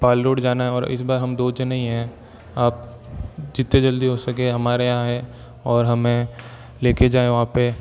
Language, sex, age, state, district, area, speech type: Hindi, male, 18-30, Rajasthan, Jodhpur, urban, spontaneous